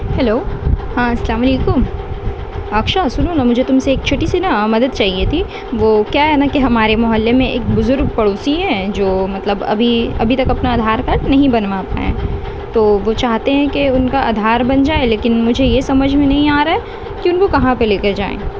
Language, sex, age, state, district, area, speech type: Urdu, female, 18-30, West Bengal, Kolkata, urban, spontaneous